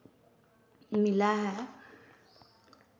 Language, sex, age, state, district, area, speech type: Hindi, female, 30-45, Bihar, Samastipur, rural, spontaneous